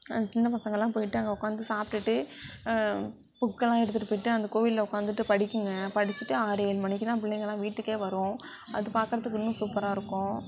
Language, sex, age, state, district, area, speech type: Tamil, female, 60+, Tamil Nadu, Sivaganga, rural, spontaneous